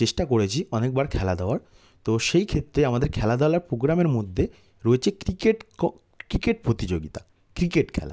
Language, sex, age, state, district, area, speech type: Bengali, male, 30-45, West Bengal, South 24 Parganas, rural, spontaneous